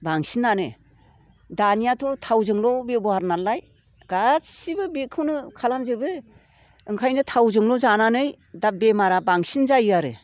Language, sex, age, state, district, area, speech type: Bodo, female, 60+, Assam, Chirang, rural, spontaneous